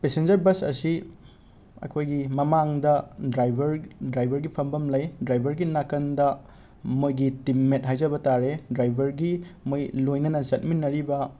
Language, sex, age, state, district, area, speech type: Manipuri, male, 18-30, Manipur, Imphal West, rural, spontaneous